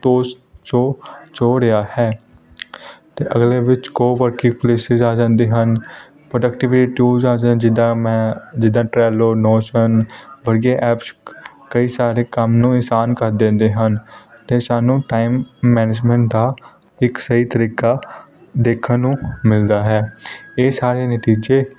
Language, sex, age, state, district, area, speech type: Punjabi, male, 18-30, Punjab, Hoshiarpur, urban, spontaneous